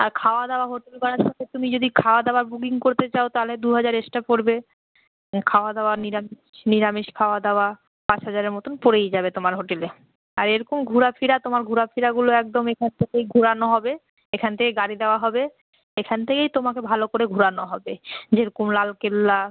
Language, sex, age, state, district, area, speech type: Bengali, female, 18-30, West Bengal, Malda, urban, conversation